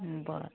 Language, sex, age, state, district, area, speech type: Marathi, female, 45-60, Maharashtra, Washim, rural, conversation